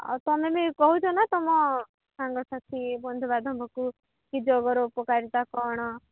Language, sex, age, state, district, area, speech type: Odia, female, 18-30, Odisha, Sambalpur, rural, conversation